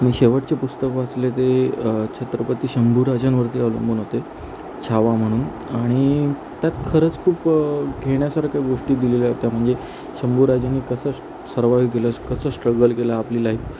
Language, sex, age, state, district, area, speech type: Marathi, male, 30-45, Maharashtra, Sindhudurg, urban, spontaneous